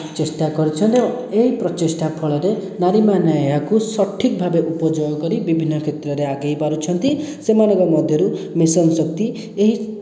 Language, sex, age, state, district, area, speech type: Odia, male, 18-30, Odisha, Khordha, rural, spontaneous